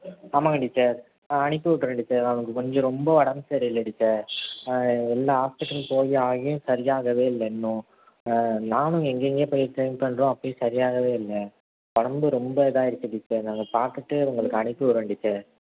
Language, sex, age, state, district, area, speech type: Tamil, male, 30-45, Tamil Nadu, Thanjavur, urban, conversation